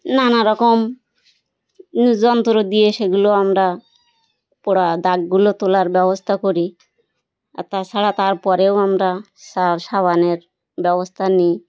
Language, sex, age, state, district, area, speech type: Bengali, female, 30-45, West Bengal, Birbhum, urban, spontaneous